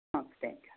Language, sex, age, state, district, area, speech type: Telugu, female, 45-60, Andhra Pradesh, Sri Balaji, rural, conversation